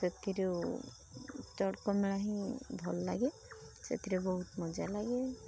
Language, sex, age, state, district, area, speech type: Odia, female, 18-30, Odisha, Balasore, rural, spontaneous